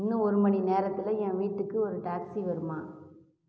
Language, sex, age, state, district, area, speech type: Tamil, female, 18-30, Tamil Nadu, Cuddalore, rural, read